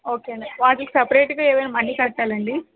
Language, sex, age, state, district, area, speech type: Telugu, female, 30-45, Andhra Pradesh, Vizianagaram, urban, conversation